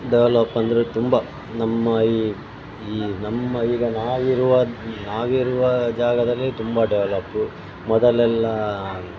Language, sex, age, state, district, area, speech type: Kannada, male, 30-45, Karnataka, Dakshina Kannada, rural, spontaneous